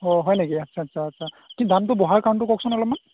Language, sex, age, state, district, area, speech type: Assamese, male, 18-30, Assam, Golaghat, rural, conversation